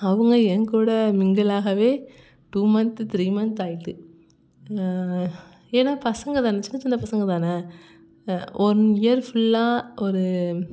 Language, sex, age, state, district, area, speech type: Tamil, female, 18-30, Tamil Nadu, Thanjavur, rural, spontaneous